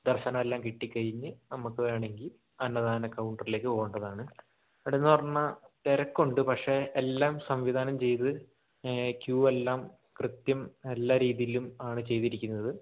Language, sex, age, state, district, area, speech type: Malayalam, male, 18-30, Kerala, Wayanad, rural, conversation